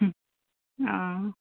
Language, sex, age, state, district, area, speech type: Assamese, female, 30-45, Assam, Golaghat, urban, conversation